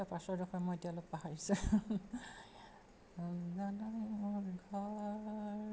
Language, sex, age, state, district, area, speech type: Assamese, female, 60+, Assam, Charaideo, urban, spontaneous